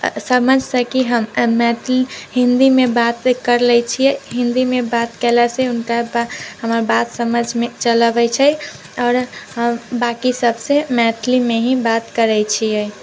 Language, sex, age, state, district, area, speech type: Maithili, female, 18-30, Bihar, Muzaffarpur, rural, spontaneous